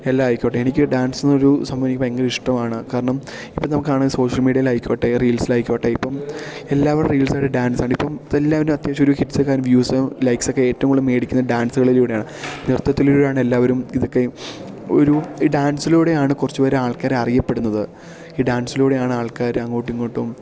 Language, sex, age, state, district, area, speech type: Malayalam, male, 18-30, Kerala, Idukki, rural, spontaneous